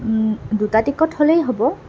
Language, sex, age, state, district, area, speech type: Assamese, female, 18-30, Assam, Goalpara, urban, spontaneous